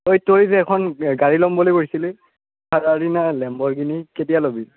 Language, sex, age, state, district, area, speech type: Assamese, male, 18-30, Assam, Udalguri, rural, conversation